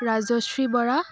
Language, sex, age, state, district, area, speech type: Assamese, female, 30-45, Assam, Dibrugarh, rural, spontaneous